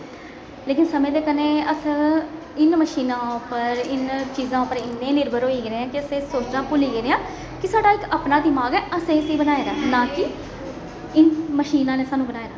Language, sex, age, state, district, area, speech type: Dogri, female, 30-45, Jammu and Kashmir, Jammu, urban, spontaneous